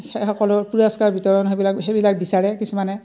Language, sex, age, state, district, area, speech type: Assamese, female, 60+, Assam, Udalguri, rural, spontaneous